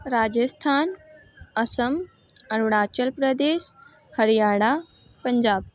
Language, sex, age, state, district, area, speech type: Hindi, female, 18-30, Uttar Pradesh, Bhadohi, rural, spontaneous